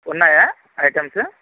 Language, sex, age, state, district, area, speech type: Telugu, male, 30-45, Andhra Pradesh, Visakhapatnam, urban, conversation